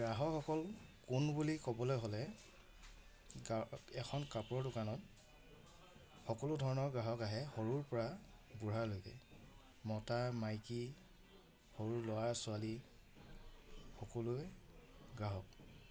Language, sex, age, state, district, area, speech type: Assamese, male, 30-45, Assam, Dibrugarh, urban, spontaneous